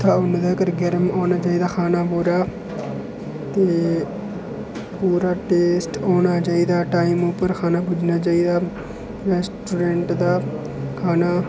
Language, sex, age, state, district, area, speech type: Dogri, male, 18-30, Jammu and Kashmir, Udhampur, rural, spontaneous